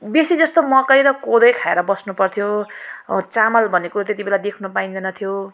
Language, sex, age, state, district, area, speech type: Nepali, female, 30-45, West Bengal, Jalpaiguri, rural, spontaneous